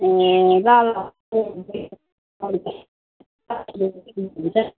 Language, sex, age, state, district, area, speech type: Nepali, female, 45-60, West Bengal, Alipurduar, rural, conversation